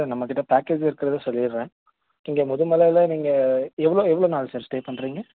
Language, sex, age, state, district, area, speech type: Tamil, male, 18-30, Tamil Nadu, Nilgiris, urban, conversation